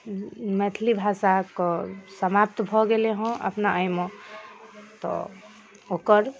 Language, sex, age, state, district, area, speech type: Maithili, female, 18-30, Bihar, Darbhanga, rural, spontaneous